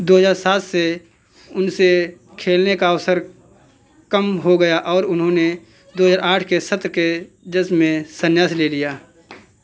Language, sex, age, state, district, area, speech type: Hindi, male, 45-60, Uttar Pradesh, Hardoi, rural, read